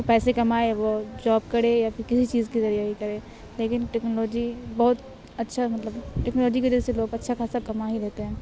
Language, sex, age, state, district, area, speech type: Urdu, female, 18-30, Bihar, Supaul, rural, spontaneous